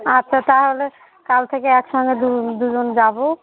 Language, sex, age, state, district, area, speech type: Bengali, female, 30-45, West Bengal, Darjeeling, urban, conversation